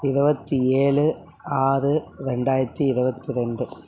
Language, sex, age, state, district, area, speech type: Tamil, male, 45-60, Tamil Nadu, Mayiladuthurai, urban, spontaneous